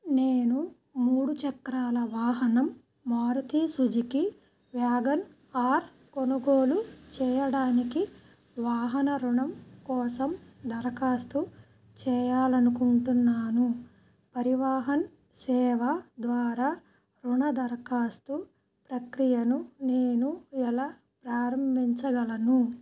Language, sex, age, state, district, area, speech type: Telugu, female, 30-45, Andhra Pradesh, Krishna, rural, read